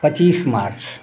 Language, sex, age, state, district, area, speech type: Hindi, male, 60+, Uttar Pradesh, Prayagraj, rural, spontaneous